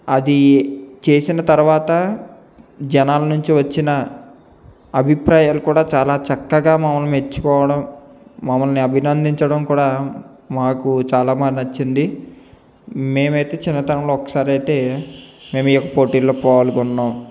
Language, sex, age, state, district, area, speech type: Telugu, male, 18-30, Andhra Pradesh, Eluru, urban, spontaneous